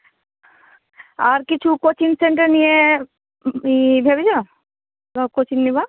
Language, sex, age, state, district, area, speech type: Bengali, female, 18-30, West Bengal, Malda, urban, conversation